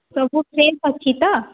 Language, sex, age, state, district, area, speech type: Odia, female, 18-30, Odisha, Sundergarh, urban, conversation